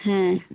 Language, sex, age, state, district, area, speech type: Bengali, female, 18-30, West Bengal, Birbhum, urban, conversation